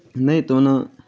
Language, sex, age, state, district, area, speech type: Maithili, male, 18-30, Bihar, Darbhanga, rural, spontaneous